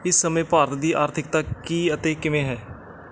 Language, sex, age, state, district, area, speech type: Punjabi, male, 30-45, Punjab, Mansa, urban, read